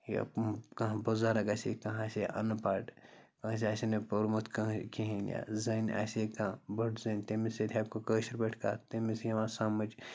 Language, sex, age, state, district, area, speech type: Kashmiri, male, 45-60, Jammu and Kashmir, Bandipora, rural, spontaneous